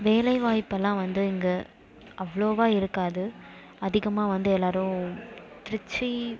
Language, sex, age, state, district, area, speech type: Tamil, female, 18-30, Tamil Nadu, Perambalur, urban, spontaneous